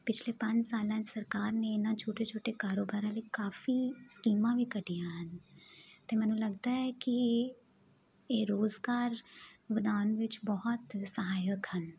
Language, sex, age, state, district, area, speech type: Punjabi, female, 30-45, Punjab, Jalandhar, urban, spontaneous